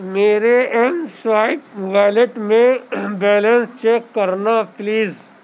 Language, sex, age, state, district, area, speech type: Urdu, male, 18-30, Delhi, Central Delhi, urban, read